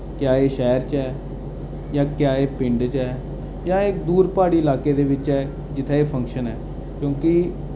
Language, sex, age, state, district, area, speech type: Dogri, male, 30-45, Jammu and Kashmir, Jammu, urban, spontaneous